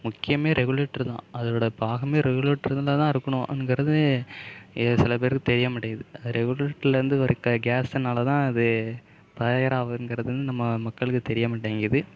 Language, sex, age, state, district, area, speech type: Tamil, male, 30-45, Tamil Nadu, Mayiladuthurai, urban, spontaneous